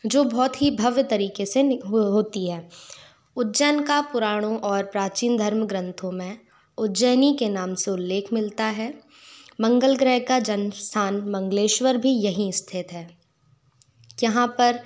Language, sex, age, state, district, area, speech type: Hindi, female, 30-45, Madhya Pradesh, Bhopal, urban, spontaneous